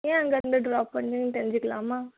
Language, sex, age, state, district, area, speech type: Tamil, female, 18-30, Tamil Nadu, Krishnagiri, rural, conversation